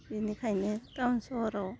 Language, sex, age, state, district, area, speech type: Bodo, female, 30-45, Assam, Udalguri, rural, spontaneous